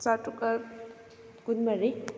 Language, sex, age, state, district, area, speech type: Manipuri, female, 18-30, Manipur, Kakching, rural, spontaneous